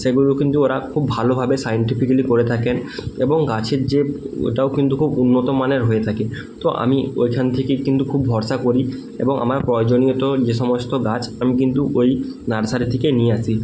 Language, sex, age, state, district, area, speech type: Bengali, male, 30-45, West Bengal, Bankura, urban, spontaneous